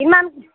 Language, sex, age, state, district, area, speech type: Assamese, female, 45-60, Assam, Kamrup Metropolitan, urban, conversation